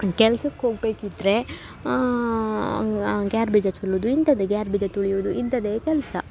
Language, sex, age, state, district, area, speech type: Kannada, female, 18-30, Karnataka, Uttara Kannada, rural, spontaneous